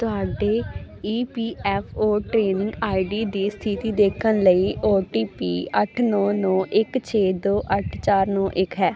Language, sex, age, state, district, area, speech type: Punjabi, female, 18-30, Punjab, Muktsar, urban, read